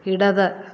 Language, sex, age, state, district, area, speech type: Malayalam, female, 45-60, Kerala, Alappuzha, rural, read